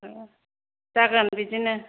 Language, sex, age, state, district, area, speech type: Bodo, female, 45-60, Assam, Kokrajhar, rural, conversation